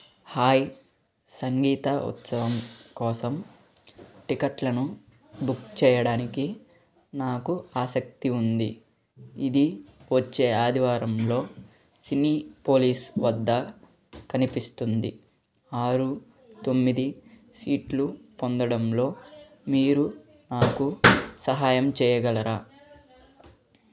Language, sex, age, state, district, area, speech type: Telugu, male, 18-30, Andhra Pradesh, Eluru, urban, read